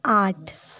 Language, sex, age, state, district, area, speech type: Urdu, female, 18-30, Uttar Pradesh, Shahjahanpur, rural, read